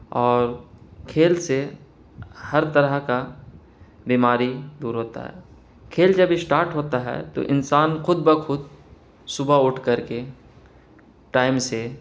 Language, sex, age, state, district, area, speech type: Urdu, male, 18-30, Bihar, Gaya, urban, spontaneous